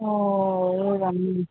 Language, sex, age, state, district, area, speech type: Sanskrit, female, 30-45, Karnataka, Bangalore Urban, urban, conversation